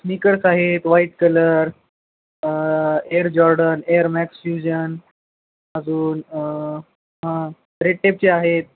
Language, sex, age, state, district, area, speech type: Marathi, male, 18-30, Maharashtra, Nanded, urban, conversation